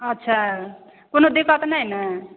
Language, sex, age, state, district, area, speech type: Maithili, female, 30-45, Bihar, Supaul, rural, conversation